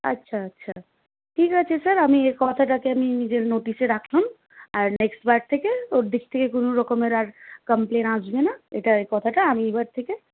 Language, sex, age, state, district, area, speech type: Bengali, female, 18-30, West Bengal, Malda, rural, conversation